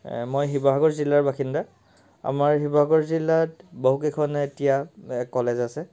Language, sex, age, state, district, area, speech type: Assamese, male, 30-45, Assam, Sivasagar, rural, spontaneous